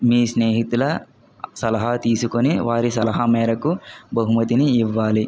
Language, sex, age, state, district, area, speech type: Telugu, male, 45-60, Andhra Pradesh, Kakinada, urban, spontaneous